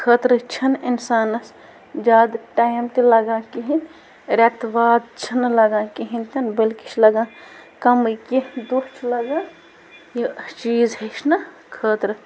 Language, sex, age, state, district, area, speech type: Kashmiri, female, 30-45, Jammu and Kashmir, Bandipora, rural, spontaneous